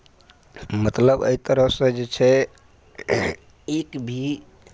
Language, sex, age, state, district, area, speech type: Maithili, male, 60+, Bihar, Araria, rural, spontaneous